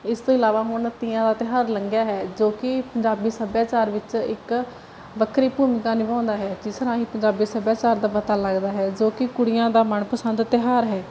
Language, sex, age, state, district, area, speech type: Punjabi, female, 18-30, Punjab, Barnala, rural, spontaneous